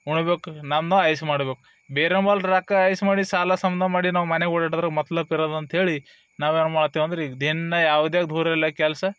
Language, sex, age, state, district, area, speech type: Kannada, male, 30-45, Karnataka, Bidar, urban, spontaneous